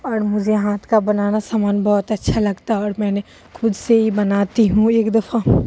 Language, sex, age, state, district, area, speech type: Urdu, female, 30-45, Bihar, Darbhanga, rural, spontaneous